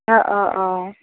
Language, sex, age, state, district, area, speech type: Assamese, female, 30-45, Assam, Darrang, rural, conversation